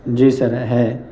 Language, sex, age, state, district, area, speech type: Urdu, male, 30-45, Uttar Pradesh, Muzaffarnagar, urban, spontaneous